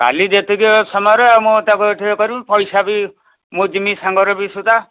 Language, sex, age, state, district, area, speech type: Odia, male, 60+, Odisha, Kendujhar, urban, conversation